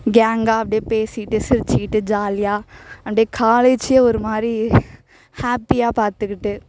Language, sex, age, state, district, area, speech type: Tamil, female, 18-30, Tamil Nadu, Thanjavur, urban, spontaneous